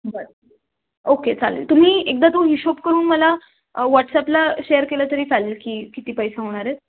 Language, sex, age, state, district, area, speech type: Marathi, female, 18-30, Maharashtra, Pune, urban, conversation